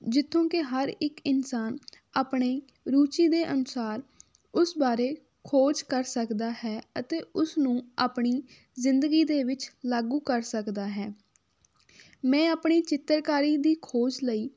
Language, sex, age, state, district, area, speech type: Punjabi, female, 18-30, Punjab, Fatehgarh Sahib, rural, spontaneous